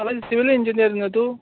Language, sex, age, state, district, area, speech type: Goan Konkani, male, 45-60, Goa, Tiswadi, rural, conversation